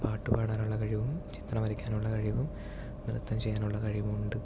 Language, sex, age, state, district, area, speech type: Malayalam, male, 18-30, Kerala, Malappuram, rural, spontaneous